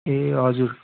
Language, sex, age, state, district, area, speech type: Nepali, male, 18-30, West Bengal, Darjeeling, rural, conversation